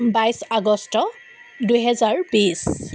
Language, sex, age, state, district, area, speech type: Assamese, female, 45-60, Assam, Dibrugarh, rural, spontaneous